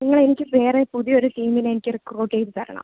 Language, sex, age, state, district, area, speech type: Malayalam, female, 18-30, Kerala, Thiruvananthapuram, rural, conversation